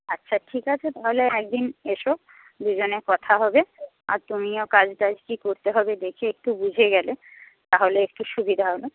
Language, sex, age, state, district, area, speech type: Bengali, female, 30-45, West Bengal, Paschim Medinipur, rural, conversation